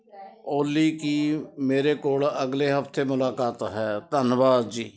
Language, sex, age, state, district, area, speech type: Punjabi, male, 60+, Punjab, Ludhiana, rural, read